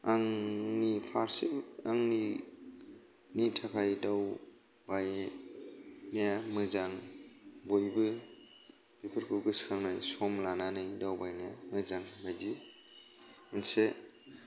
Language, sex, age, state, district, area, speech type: Bodo, male, 30-45, Assam, Kokrajhar, rural, spontaneous